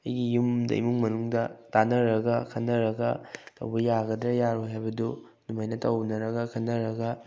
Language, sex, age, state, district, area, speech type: Manipuri, male, 18-30, Manipur, Bishnupur, rural, spontaneous